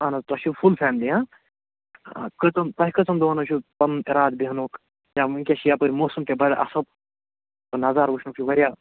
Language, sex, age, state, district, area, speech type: Kashmiri, male, 45-60, Jammu and Kashmir, Budgam, urban, conversation